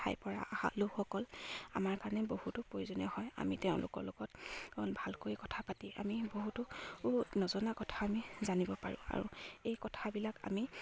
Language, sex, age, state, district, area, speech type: Assamese, female, 18-30, Assam, Charaideo, rural, spontaneous